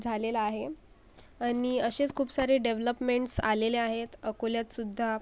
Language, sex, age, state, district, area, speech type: Marathi, female, 18-30, Maharashtra, Akola, urban, spontaneous